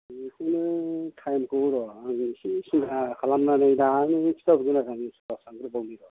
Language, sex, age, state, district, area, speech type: Bodo, male, 45-60, Assam, Kokrajhar, urban, conversation